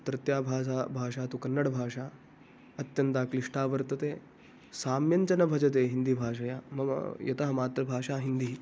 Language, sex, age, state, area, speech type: Sanskrit, male, 18-30, Haryana, rural, spontaneous